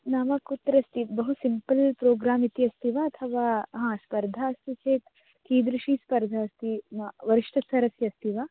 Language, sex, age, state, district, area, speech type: Sanskrit, female, 18-30, Karnataka, Dharwad, urban, conversation